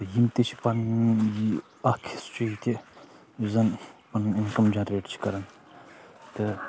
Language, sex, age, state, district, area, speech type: Kashmiri, male, 30-45, Jammu and Kashmir, Anantnag, rural, spontaneous